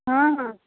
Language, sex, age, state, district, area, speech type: Odia, female, 60+, Odisha, Jharsuguda, rural, conversation